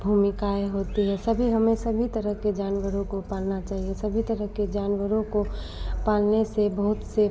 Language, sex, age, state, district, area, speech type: Hindi, female, 18-30, Bihar, Madhepura, rural, spontaneous